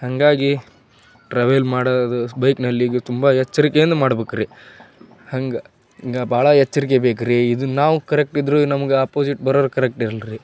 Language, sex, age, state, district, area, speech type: Kannada, male, 30-45, Karnataka, Gadag, rural, spontaneous